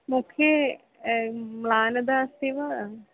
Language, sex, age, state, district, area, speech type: Sanskrit, female, 45-60, Kerala, Kollam, rural, conversation